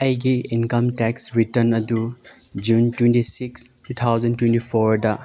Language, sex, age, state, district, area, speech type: Manipuri, male, 18-30, Manipur, Chandel, rural, read